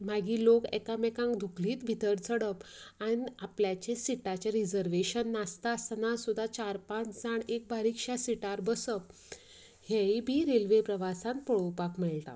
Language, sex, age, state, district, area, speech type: Goan Konkani, female, 30-45, Goa, Canacona, rural, spontaneous